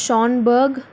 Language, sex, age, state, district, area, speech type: Telugu, female, 18-30, Andhra Pradesh, Nandyal, urban, spontaneous